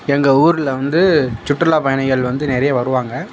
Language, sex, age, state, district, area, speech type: Tamil, male, 30-45, Tamil Nadu, Dharmapuri, rural, spontaneous